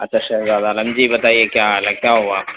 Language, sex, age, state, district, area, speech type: Urdu, male, 30-45, Uttar Pradesh, Gautam Buddha Nagar, rural, conversation